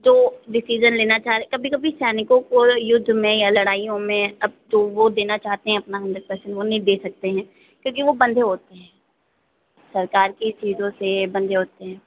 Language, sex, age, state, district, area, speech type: Hindi, female, 30-45, Uttar Pradesh, Sitapur, rural, conversation